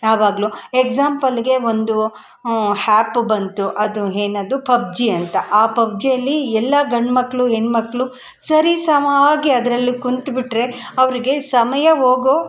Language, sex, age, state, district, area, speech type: Kannada, female, 45-60, Karnataka, Kolar, urban, spontaneous